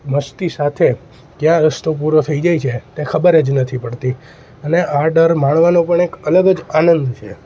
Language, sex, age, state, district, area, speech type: Gujarati, male, 18-30, Gujarat, Junagadh, rural, spontaneous